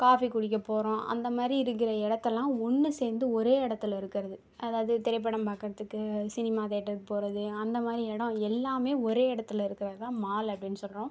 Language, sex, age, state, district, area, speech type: Tamil, female, 18-30, Tamil Nadu, Mayiladuthurai, rural, spontaneous